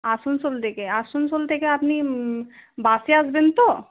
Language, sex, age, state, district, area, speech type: Bengali, female, 30-45, West Bengal, Paschim Bardhaman, urban, conversation